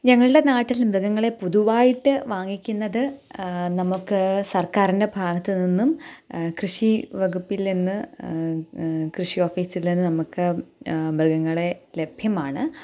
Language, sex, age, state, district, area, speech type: Malayalam, female, 18-30, Kerala, Pathanamthitta, rural, spontaneous